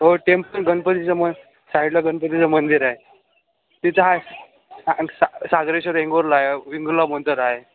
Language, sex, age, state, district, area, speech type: Marathi, male, 18-30, Maharashtra, Sindhudurg, rural, conversation